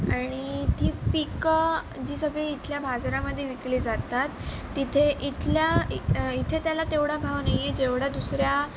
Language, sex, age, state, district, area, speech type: Marathi, female, 18-30, Maharashtra, Sindhudurg, rural, spontaneous